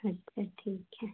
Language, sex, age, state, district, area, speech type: Hindi, female, 18-30, Uttar Pradesh, Chandauli, urban, conversation